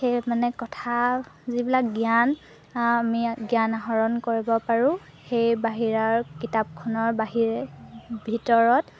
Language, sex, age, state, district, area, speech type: Assamese, female, 18-30, Assam, Golaghat, urban, spontaneous